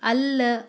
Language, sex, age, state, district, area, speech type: Kannada, female, 30-45, Karnataka, Chikkaballapur, rural, read